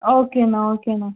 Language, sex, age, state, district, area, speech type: Tamil, female, 30-45, Tamil Nadu, Pudukkottai, rural, conversation